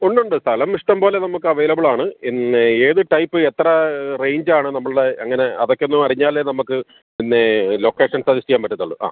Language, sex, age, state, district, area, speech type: Malayalam, male, 45-60, Kerala, Alappuzha, rural, conversation